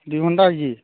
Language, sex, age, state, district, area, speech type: Odia, male, 45-60, Odisha, Nuapada, urban, conversation